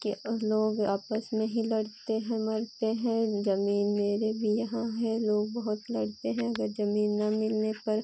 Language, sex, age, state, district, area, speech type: Hindi, female, 18-30, Uttar Pradesh, Pratapgarh, urban, spontaneous